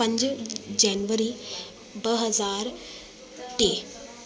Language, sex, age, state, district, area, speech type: Sindhi, female, 18-30, Delhi, South Delhi, urban, spontaneous